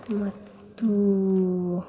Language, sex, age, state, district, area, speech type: Kannada, female, 18-30, Karnataka, Dakshina Kannada, rural, spontaneous